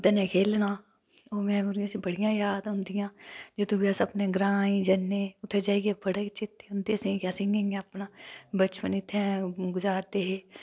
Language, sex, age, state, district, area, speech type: Dogri, female, 30-45, Jammu and Kashmir, Udhampur, rural, spontaneous